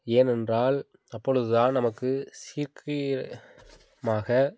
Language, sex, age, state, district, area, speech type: Tamil, male, 18-30, Tamil Nadu, Thanjavur, rural, spontaneous